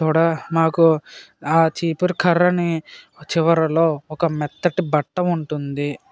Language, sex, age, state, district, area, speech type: Telugu, male, 30-45, Andhra Pradesh, Kakinada, rural, spontaneous